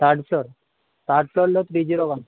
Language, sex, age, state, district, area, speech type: Telugu, male, 18-30, Andhra Pradesh, Nellore, rural, conversation